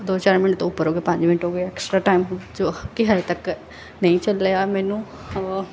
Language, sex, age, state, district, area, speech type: Punjabi, female, 18-30, Punjab, Barnala, rural, spontaneous